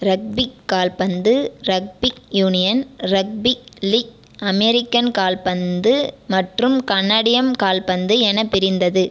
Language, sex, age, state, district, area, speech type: Tamil, female, 18-30, Tamil Nadu, Viluppuram, urban, read